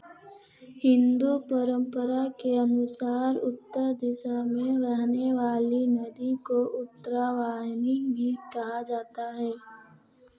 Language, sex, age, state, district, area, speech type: Hindi, female, 18-30, Uttar Pradesh, Prayagraj, rural, read